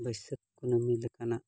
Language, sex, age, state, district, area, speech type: Santali, male, 45-60, Odisha, Mayurbhanj, rural, spontaneous